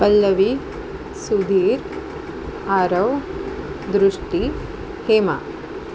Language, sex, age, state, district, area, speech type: Marathi, female, 18-30, Maharashtra, Ratnagiri, urban, spontaneous